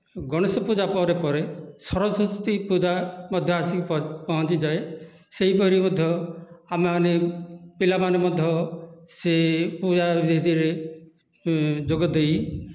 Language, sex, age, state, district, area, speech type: Odia, male, 60+, Odisha, Dhenkanal, rural, spontaneous